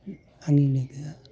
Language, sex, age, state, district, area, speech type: Bodo, male, 45-60, Assam, Baksa, rural, spontaneous